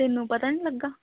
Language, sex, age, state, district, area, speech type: Punjabi, female, 18-30, Punjab, Faridkot, urban, conversation